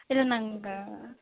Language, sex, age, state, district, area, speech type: Tamil, female, 18-30, Tamil Nadu, Nilgiris, rural, conversation